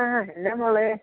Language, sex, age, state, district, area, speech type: Malayalam, female, 45-60, Kerala, Idukki, rural, conversation